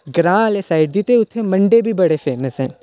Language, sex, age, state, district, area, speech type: Dogri, male, 18-30, Jammu and Kashmir, Udhampur, urban, spontaneous